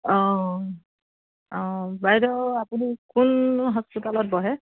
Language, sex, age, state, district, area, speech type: Assamese, female, 30-45, Assam, Biswanath, rural, conversation